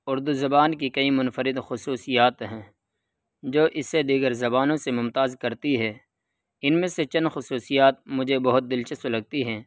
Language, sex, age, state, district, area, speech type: Urdu, male, 18-30, Uttar Pradesh, Saharanpur, urban, spontaneous